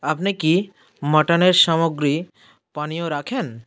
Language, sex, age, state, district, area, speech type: Bengali, male, 30-45, West Bengal, South 24 Parganas, rural, read